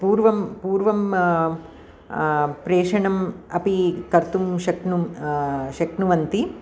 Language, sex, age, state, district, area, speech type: Sanskrit, female, 45-60, Andhra Pradesh, Krishna, urban, spontaneous